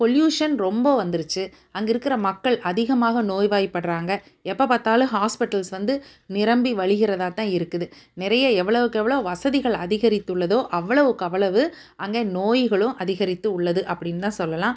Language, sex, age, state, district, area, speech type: Tamil, female, 45-60, Tamil Nadu, Tiruppur, urban, spontaneous